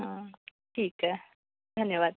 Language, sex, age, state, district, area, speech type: Marathi, female, 18-30, Maharashtra, Thane, rural, conversation